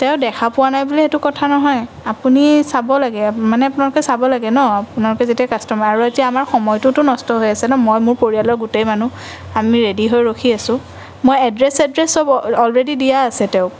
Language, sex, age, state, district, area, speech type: Assamese, female, 18-30, Assam, Sonitpur, urban, spontaneous